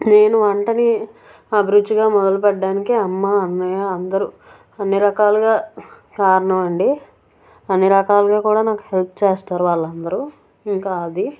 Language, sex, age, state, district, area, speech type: Telugu, female, 18-30, Andhra Pradesh, Anakapalli, urban, spontaneous